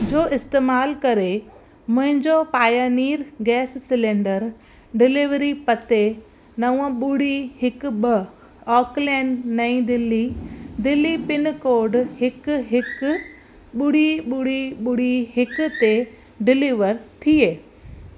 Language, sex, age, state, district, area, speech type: Sindhi, female, 30-45, Gujarat, Kutch, urban, read